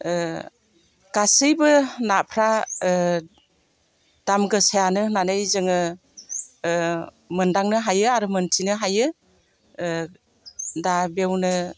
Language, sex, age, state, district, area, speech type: Bodo, female, 60+, Assam, Chirang, rural, spontaneous